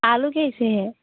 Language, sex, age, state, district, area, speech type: Hindi, female, 18-30, Uttar Pradesh, Ghazipur, rural, conversation